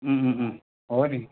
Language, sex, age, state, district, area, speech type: Nepali, male, 60+, West Bengal, Kalimpong, rural, conversation